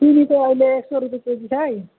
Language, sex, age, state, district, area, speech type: Nepali, female, 60+, West Bengal, Jalpaiguri, rural, conversation